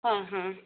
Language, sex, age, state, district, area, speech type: Odia, female, 45-60, Odisha, Gajapati, rural, conversation